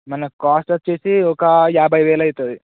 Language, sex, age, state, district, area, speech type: Telugu, male, 18-30, Telangana, Nagarkurnool, urban, conversation